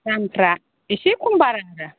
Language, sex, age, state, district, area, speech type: Bodo, female, 45-60, Assam, Udalguri, rural, conversation